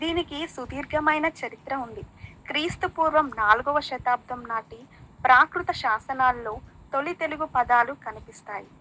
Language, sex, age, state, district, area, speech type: Telugu, female, 18-30, Telangana, Bhadradri Kothagudem, rural, spontaneous